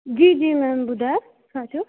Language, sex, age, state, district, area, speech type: Sindhi, female, 18-30, Rajasthan, Ajmer, urban, conversation